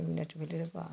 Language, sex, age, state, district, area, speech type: Hindi, female, 60+, Bihar, Samastipur, rural, spontaneous